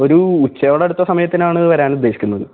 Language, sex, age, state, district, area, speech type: Malayalam, male, 18-30, Kerala, Thrissur, urban, conversation